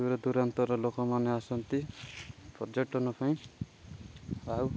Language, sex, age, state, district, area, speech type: Odia, male, 30-45, Odisha, Nabarangpur, urban, spontaneous